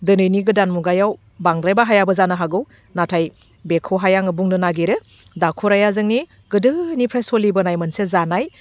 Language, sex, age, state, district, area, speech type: Bodo, female, 30-45, Assam, Udalguri, urban, spontaneous